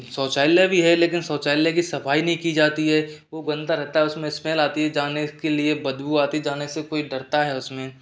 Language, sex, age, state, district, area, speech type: Hindi, male, 30-45, Rajasthan, Karauli, rural, spontaneous